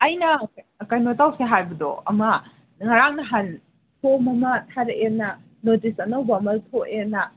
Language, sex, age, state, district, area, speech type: Manipuri, female, 18-30, Manipur, Senapati, urban, conversation